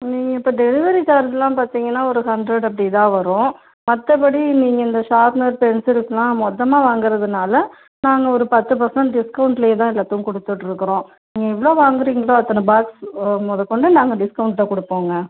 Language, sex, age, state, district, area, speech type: Tamil, female, 30-45, Tamil Nadu, Tiruchirappalli, rural, conversation